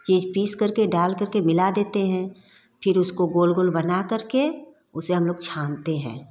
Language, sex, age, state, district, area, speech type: Hindi, female, 45-60, Uttar Pradesh, Varanasi, urban, spontaneous